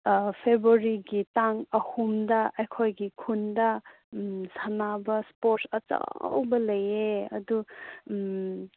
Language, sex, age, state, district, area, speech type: Manipuri, female, 18-30, Manipur, Kangpokpi, urban, conversation